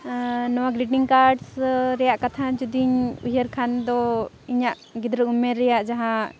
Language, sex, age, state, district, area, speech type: Santali, female, 18-30, Jharkhand, Seraikela Kharsawan, rural, spontaneous